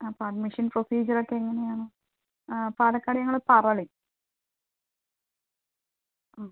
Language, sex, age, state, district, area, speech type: Malayalam, female, 18-30, Kerala, Palakkad, rural, conversation